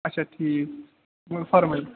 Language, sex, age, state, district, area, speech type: Kashmiri, male, 30-45, Jammu and Kashmir, Srinagar, urban, conversation